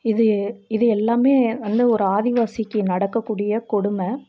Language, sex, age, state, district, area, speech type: Tamil, female, 30-45, Tamil Nadu, Perambalur, rural, spontaneous